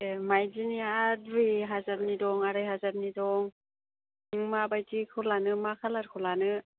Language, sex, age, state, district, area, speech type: Bodo, female, 18-30, Assam, Kokrajhar, rural, conversation